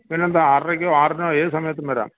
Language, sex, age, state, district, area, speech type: Malayalam, male, 60+, Kerala, Kollam, rural, conversation